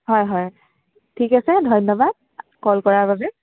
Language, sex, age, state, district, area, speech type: Assamese, female, 18-30, Assam, Sonitpur, rural, conversation